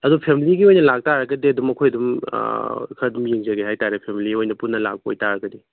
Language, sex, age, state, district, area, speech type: Manipuri, male, 30-45, Manipur, Kangpokpi, urban, conversation